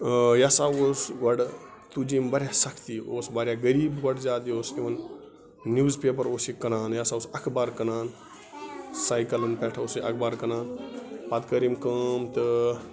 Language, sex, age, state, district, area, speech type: Kashmiri, male, 30-45, Jammu and Kashmir, Bandipora, rural, spontaneous